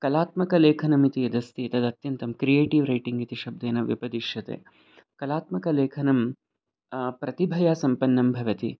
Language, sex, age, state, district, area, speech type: Sanskrit, male, 30-45, Karnataka, Bangalore Urban, urban, spontaneous